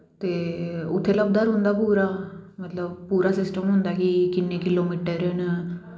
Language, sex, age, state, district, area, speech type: Dogri, female, 45-60, Jammu and Kashmir, Udhampur, urban, spontaneous